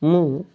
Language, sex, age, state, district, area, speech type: Odia, male, 18-30, Odisha, Balasore, rural, spontaneous